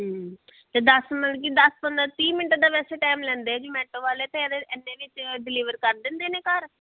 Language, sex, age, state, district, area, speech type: Punjabi, female, 18-30, Punjab, Pathankot, urban, conversation